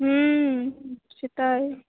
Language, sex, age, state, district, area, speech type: Bengali, female, 18-30, West Bengal, Cooch Behar, rural, conversation